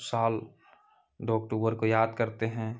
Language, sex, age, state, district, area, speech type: Hindi, male, 30-45, Uttar Pradesh, Chandauli, rural, spontaneous